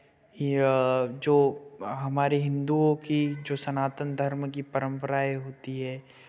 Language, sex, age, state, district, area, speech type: Hindi, male, 18-30, Madhya Pradesh, Betul, rural, spontaneous